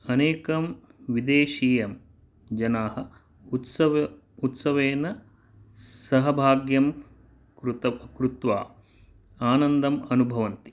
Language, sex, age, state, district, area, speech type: Sanskrit, male, 45-60, Karnataka, Dakshina Kannada, urban, spontaneous